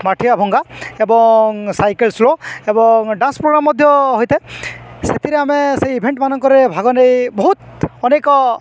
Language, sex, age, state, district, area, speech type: Odia, male, 18-30, Odisha, Balangir, urban, spontaneous